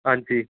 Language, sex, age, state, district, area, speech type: Dogri, male, 30-45, Jammu and Kashmir, Reasi, urban, conversation